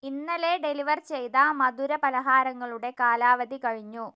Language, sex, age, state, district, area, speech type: Malayalam, female, 30-45, Kerala, Wayanad, rural, read